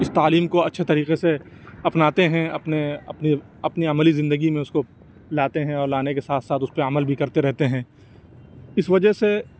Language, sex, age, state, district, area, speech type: Urdu, male, 45-60, Uttar Pradesh, Lucknow, urban, spontaneous